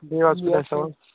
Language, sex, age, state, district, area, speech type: Kashmiri, male, 45-60, Jammu and Kashmir, Baramulla, rural, conversation